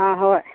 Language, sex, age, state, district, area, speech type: Manipuri, female, 60+, Manipur, Imphal East, rural, conversation